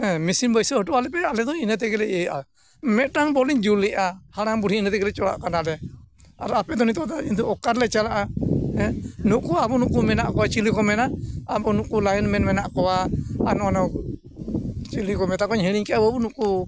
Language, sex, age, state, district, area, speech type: Santali, male, 60+, Odisha, Mayurbhanj, rural, spontaneous